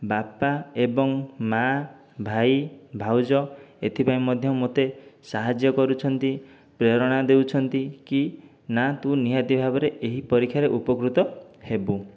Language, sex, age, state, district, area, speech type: Odia, male, 30-45, Odisha, Dhenkanal, rural, spontaneous